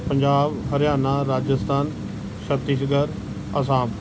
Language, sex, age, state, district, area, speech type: Punjabi, male, 45-60, Punjab, Gurdaspur, urban, spontaneous